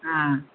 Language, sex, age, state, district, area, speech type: Goan Konkani, female, 45-60, Goa, Murmgao, urban, conversation